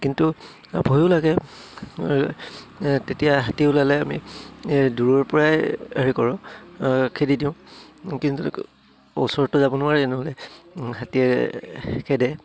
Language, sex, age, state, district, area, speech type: Assamese, male, 30-45, Assam, Udalguri, rural, spontaneous